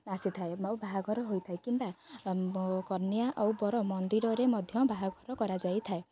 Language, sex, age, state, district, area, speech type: Odia, female, 18-30, Odisha, Jagatsinghpur, rural, spontaneous